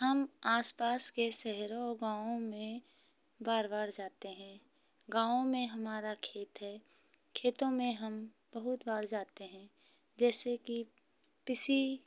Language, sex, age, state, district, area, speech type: Hindi, female, 30-45, Madhya Pradesh, Hoshangabad, urban, spontaneous